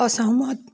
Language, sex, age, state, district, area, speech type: Hindi, female, 18-30, Uttar Pradesh, Chandauli, rural, read